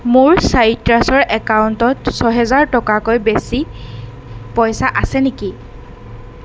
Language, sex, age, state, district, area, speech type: Assamese, female, 18-30, Assam, Darrang, rural, read